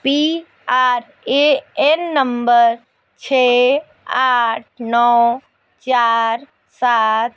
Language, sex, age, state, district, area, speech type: Hindi, female, 30-45, Uttar Pradesh, Sonbhadra, rural, read